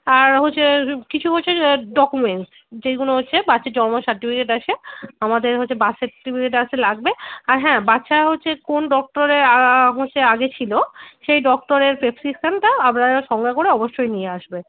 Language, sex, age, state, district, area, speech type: Bengali, female, 30-45, West Bengal, Darjeeling, rural, conversation